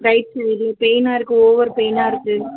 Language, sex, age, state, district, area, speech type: Tamil, female, 30-45, Tamil Nadu, Chennai, urban, conversation